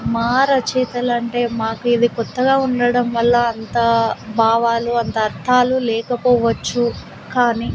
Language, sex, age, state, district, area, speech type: Telugu, female, 18-30, Andhra Pradesh, Nandyal, rural, spontaneous